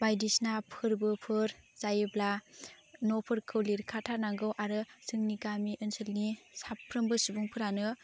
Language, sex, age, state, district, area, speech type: Bodo, female, 18-30, Assam, Baksa, rural, spontaneous